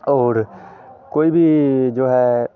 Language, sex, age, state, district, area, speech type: Hindi, male, 18-30, Bihar, Madhepura, rural, spontaneous